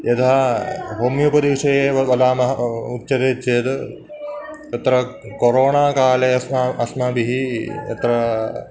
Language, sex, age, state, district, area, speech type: Sanskrit, male, 30-45, Kerala, Ernakulam, rural, spontaneous